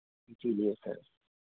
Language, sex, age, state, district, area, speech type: Hindi, male, 30-45, Bihar, Madhepura, rural, conversation